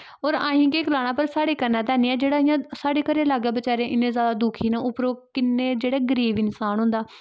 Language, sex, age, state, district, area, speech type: Dogri, female, 18-30, Jammu and Kashmir, Kathua, rural, spontaneous